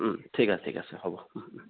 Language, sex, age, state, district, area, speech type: Assamese, male, 30-45, Assam, Jorhat, urban, conversation